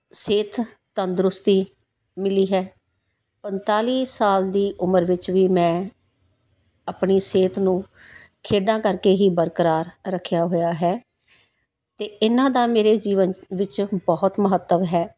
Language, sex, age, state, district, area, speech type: Punjabi, female, 45-60, Punjab, Tarn Taran, urban, spontaneous